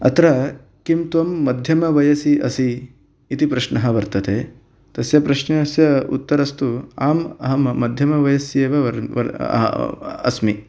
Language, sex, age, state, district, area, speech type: Sanskrit, male, 30-45, Karnataka, Uttara Kannada, urban, spontaneous